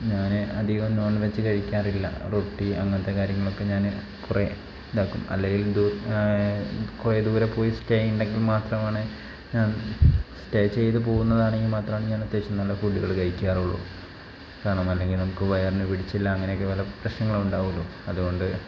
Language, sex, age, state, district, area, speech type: Malayalam, male, 30-45, Kerala, Wayanad, rural, spontaneous